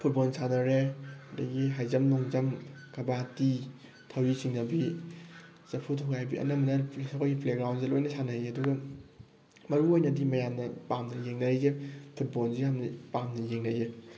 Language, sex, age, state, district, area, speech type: Manipuri, male, 18-30, Manipur, Thoubal, rural, spontaneous